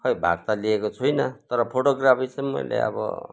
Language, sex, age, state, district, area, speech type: Nepali, male, 60+, West Bengal, Kalimpong, rural, spontaneous